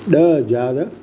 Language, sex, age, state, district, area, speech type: Sindhi, male, 60+, Maharashtra, Mumbai Suburban, urban, spontaneous